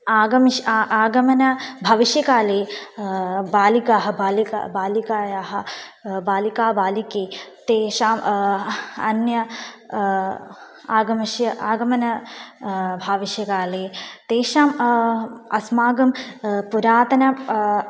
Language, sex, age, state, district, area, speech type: Sanskrit, female, 18-30, Kerala, Malappuram, rural, spontaneous